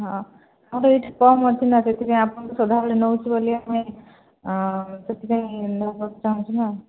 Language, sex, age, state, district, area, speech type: Odia, female, 60+, Odisha, Kandhamal, rural, conversation